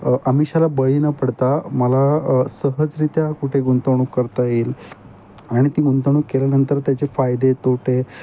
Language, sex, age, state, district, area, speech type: Marathi, male, 30-45, Maharashtra, Mumbai Suburban, urban, spontaneous